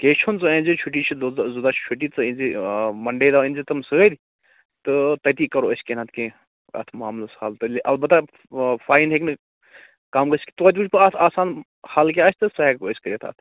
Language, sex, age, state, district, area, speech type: Kashmiri, male, 30-45, Jammu and Kashmir, Baramulla, rural, conversation